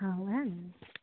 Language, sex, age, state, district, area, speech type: Maithili, female, 60+, Bihar, Begusarai, rural, conversation